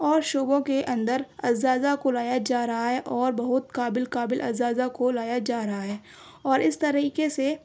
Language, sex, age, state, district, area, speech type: Urdu, female, 18-30, Uttar Pradesh, Aligarh, urban, spontaneous